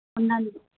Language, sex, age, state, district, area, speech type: Telugu, female, 45-60, Andhra Pradesh, Nellore, rural, conversation